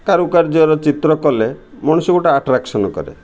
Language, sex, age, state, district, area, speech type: Odia, male, 60+, Odisha, Kendrapara, urban, spontaneous